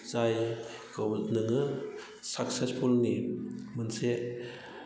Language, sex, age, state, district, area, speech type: Bodo, male, 30-45, Assam, Udalguri, rural, spontaneous